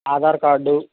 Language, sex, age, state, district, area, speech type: Telugu, male, 45-60, Andhra Pradesh, Krishna, rural, conversation